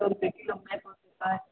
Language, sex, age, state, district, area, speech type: Maithili, female, 30-45, Bihar, Samastipur, rural, conversation